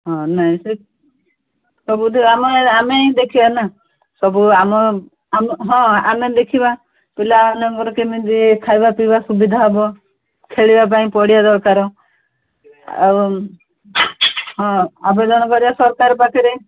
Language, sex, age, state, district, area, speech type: Odia, female, 60+, Odisha, Gajapati, rural, conversation